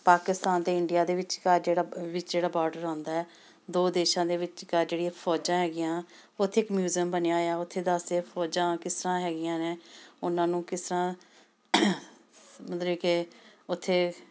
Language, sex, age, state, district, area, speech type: Punjabi, female, 45-60, Punjab, Amritsar, urban, spontaneous